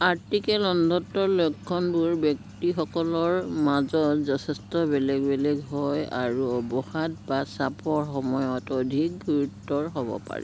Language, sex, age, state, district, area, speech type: Assamese, female, 60+, Assam, Biswanath, rural, read